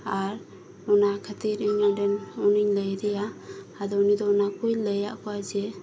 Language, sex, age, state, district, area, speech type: Santali, female, 18-30, West Bengal, Birbhum, rural, spontaneous